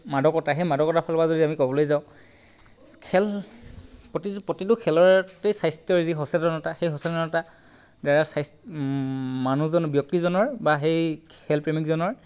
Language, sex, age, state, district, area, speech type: Assamese, male, 18-30, Assam, Tinsukia, urban, spontaneous